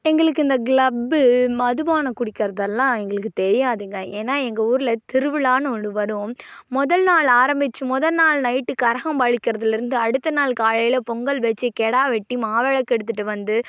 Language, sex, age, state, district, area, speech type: Tamil, female, 18-30, Tamil Nadu, Karur, rural, spontaneous